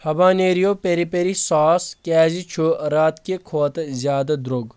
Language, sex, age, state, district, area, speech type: Kashmiri, male, 18-30, Jammu and Kashmir, Anantnag, rural, read